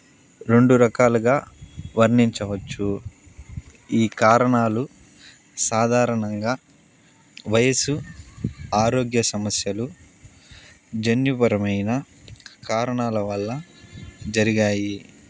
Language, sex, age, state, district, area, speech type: Telugu, male, 18-30, Andhra Pradesh, Sri Balaji, rural, spontaneous